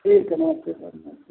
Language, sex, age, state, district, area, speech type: Hindi, male, 45-60, Uttar Pradesh, Azamgarh, rural, conversation